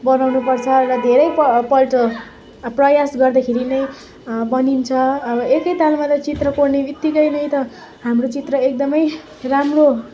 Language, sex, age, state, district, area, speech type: Nepali, female, 18-30, West Bengal, Darjeeling, rural, spontaneous